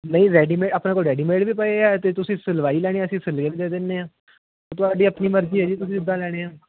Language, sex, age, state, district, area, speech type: Punjabi, male, 18-30, Punjab, Ludhiana, urban, conversation